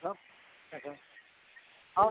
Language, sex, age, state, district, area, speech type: Tamil, male, 45-60, Tamil Nadu, Tiruvannamalai, rural, conversation